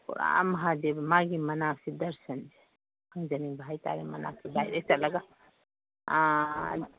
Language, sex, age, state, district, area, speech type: Manipuri, female, 60+, Manipur, Imphal East, rural, conversation